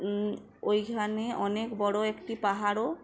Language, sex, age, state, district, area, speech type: Bengali, female, 45-60, West Bengal, Uttar Dinajpur, urban, spontaneous